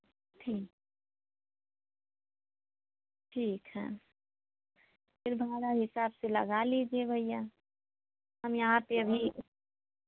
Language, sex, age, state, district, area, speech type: Hindi, female, 30-45, Uttar Pradesh, Pratapgarh, rural, conversation